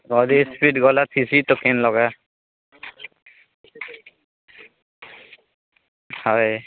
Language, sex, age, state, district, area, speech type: Odia, male, 18-30, Odisha, Nuapada, urban, conversation